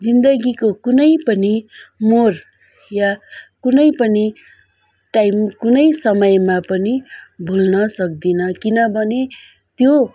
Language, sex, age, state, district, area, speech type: Nepali, female, 45-60, West Bengal, Darjeeling, rural, spontaneous